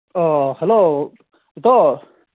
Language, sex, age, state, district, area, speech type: Manipuri, male, 18-30, Manipur, Senapati, rural, conversation